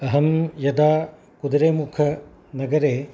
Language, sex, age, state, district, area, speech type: Sanskrit, male, 60+, Karnataka, Udupi, urban, spontaneous